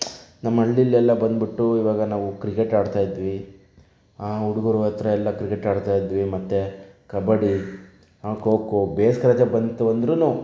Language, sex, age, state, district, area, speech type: Kannada, male, 30-45, Karnataka, Chitradurga, rural, spontaneous